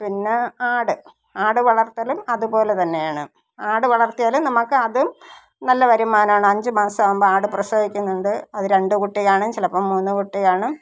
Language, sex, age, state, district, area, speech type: Malayalam, female, 45-60, Kerala, Thiruvananthapuram, rural, spontaneous